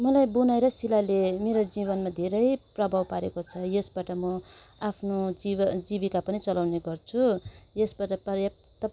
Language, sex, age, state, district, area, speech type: Nepali, female, 30-45, West Bengal, Darjeeling, rural, spontaneous